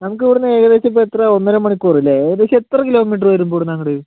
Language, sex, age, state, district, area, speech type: Malayalam, male, 45-60, Kerala, Palakkad, rural, conversation